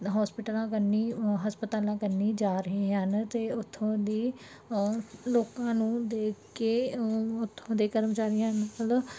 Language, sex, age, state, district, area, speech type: Punjabi, female, 18-30, Punjab, Mansa, urban, spontaneous